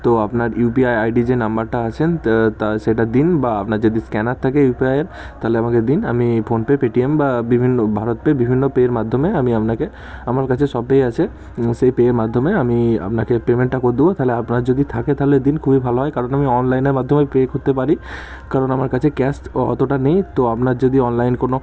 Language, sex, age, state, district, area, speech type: Bengali, male, 18-30, West Bengal, Bankura, urban, spontaneous